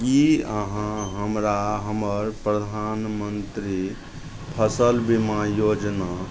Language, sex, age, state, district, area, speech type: Maithili, male, 45-60, Bihar, Araria, rural, read